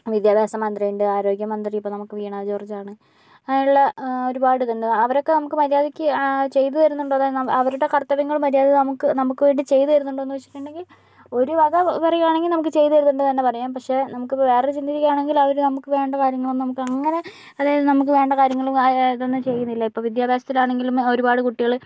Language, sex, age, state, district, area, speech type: Malayalam, female, 60+, Kerala, Kozhikode, urban, spontaneous